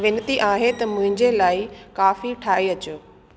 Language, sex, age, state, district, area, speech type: Sindhi, female, 30-45, Delhi, South Delhi, urban, read